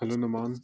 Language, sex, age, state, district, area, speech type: Urdu, male, 18-30, Delhi, North East Delhi, urban, spontaneous